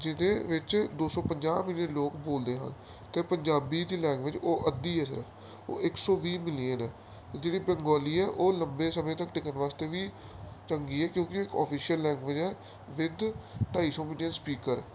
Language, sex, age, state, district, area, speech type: Punjabi, male, 18-30, Punjab, Gurdaspur, urban, spontaneous